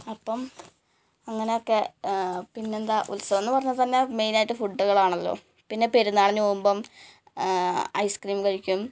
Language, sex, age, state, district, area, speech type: Malayalam, female, 18-30, Kerala, Malappuram, rural, spontaneous